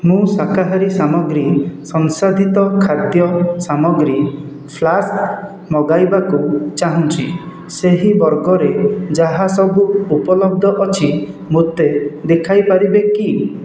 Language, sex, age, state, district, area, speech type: Odia, male, 30-45, Odisha, Khordha, rural, read